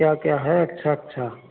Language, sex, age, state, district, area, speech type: Hindi, male, 45-60, Uttar Pradesh, Hardoi, rural, conversation